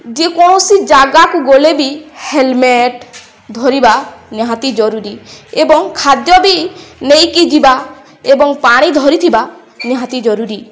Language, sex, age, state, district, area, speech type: Odia, female, 18-30, Odisha, Balangir, urban, spontaneous